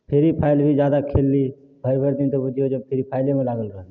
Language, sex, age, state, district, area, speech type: Maithili, male, 18-30, Bihar, Samastipur, rural, spontaneous